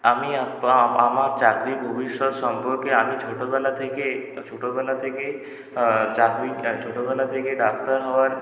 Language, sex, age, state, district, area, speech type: Bengali, male, 18-30, West Bengal, Purulia, urban, spontaneous